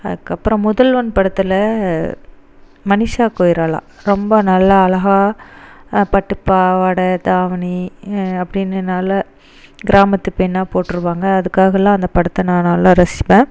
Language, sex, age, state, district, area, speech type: Tamil, female, 30-45, Tamil Nadu, Dharmapuri, rural, spontaneous